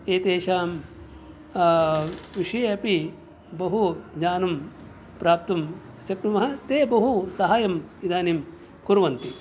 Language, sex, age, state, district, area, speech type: Sanskrit, male, 60+, Karnataka, Udupi, rural, spontaneous